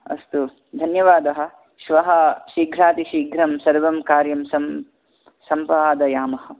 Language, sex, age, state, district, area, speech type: Sanskrit, male, 18-30, Karnataka, Bangalore Urban, rural, conversation